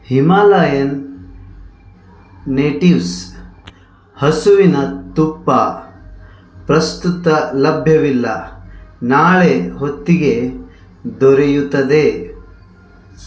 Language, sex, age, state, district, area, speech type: Kannada, male, 30-45, Karnataka, Bidar, urban, read